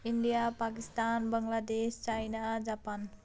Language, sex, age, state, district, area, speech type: Nepali, female, 30-45, West Bengal, Darjeeling, rural, spontaneous